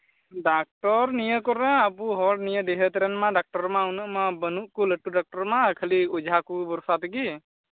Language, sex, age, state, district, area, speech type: Santali, male, 18-30, Jharkhand, Pakur, rural, conversation